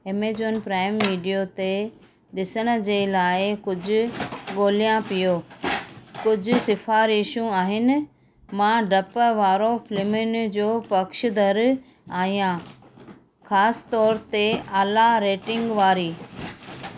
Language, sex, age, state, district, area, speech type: Sindhi, female, 45-60, Gujarat, Kutch, urban, read